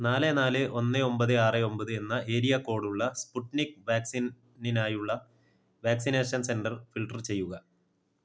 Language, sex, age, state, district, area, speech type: Malayalam, male, 30-45, Kerala, Kasaragod, rural, read